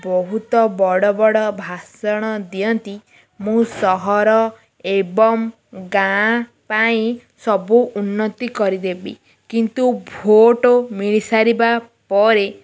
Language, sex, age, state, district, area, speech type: Odia, female, 18-30, Odisha, Ganjam, urban, spontaneous